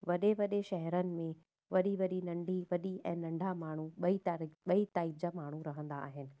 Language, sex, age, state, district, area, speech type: Sindhi, female, 30-45, Gujarat, Surat, urban, spontaneous